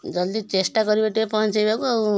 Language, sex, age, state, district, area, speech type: Odia, female, 45-60, Odisha, Kendujhar, urban, spontaneous